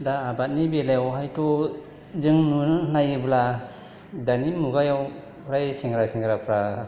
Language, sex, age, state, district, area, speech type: Bodo, male, 30-45, Assam, Chirang, rural, spontaneous